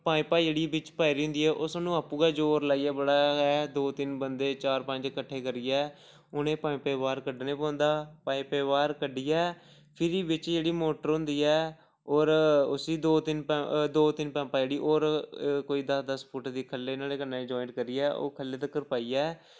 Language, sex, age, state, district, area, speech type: Dogri, male, 18-30, Jammu and Kashmir, Samba, rural, spontaneous